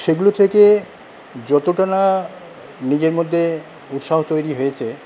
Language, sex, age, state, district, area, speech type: Bengali, male, 45-60, West Bengal, Paschim Bardhaman, rural, spontaneous